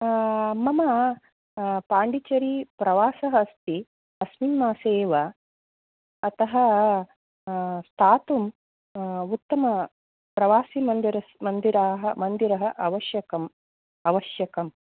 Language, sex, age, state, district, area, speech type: Sanskrit, female, 45-60, Karnataka, Mysore, urban, conversation